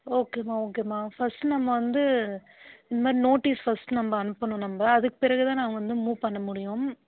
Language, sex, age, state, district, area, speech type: Tamil, female, 18-30, Tamil Nadu, Vellore, urban, conversation